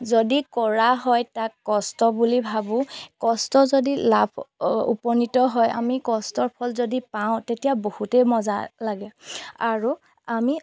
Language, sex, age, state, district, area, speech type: Assamese, female, 30-45, Assam, Golaghat, rural, spontaneous